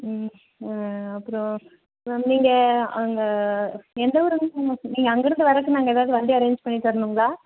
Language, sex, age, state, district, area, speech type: Tamil, female, 45-60, Tamil Nadu, Nilgiris, rural, conversation